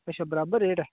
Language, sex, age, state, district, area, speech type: Dogri, male, 18-30, Jammu and Kashmir, Udhampur, rural, conversation